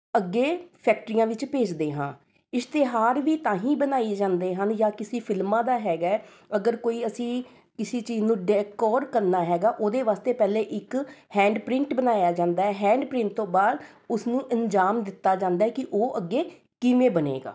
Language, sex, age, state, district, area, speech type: Punjabi, female, 30-45, Punjab, Rupnagar, urban, spontaneous